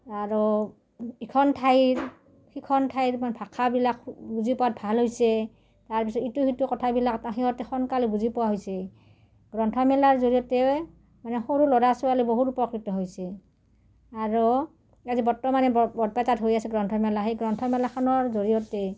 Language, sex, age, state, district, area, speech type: Assamese, female, 45-60, Assam, Udalguri, rural, spontaneous